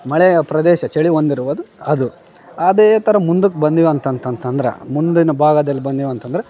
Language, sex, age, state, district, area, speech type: Kannada, male, 18-30, Karnataka, Bellary, rural, spontaneous